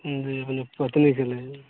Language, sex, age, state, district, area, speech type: Maithili, male, 30-45, Bihar, Sitamarhi, rural, conversation